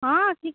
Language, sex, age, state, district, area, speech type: Odia, female, 18-30, Odisha, Nabarangpur, urban, conversation